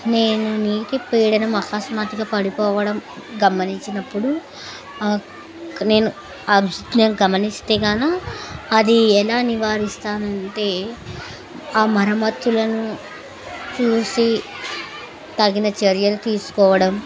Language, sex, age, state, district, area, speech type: Telugu, female, 30-45, Andhra Pradesh, Kurnool, rural, spontaneous